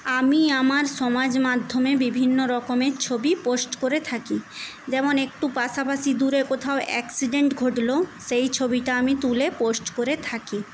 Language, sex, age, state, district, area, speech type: Bengali, female, 18-30, West Bengal, Paschim Medinipur, rural, spontaneous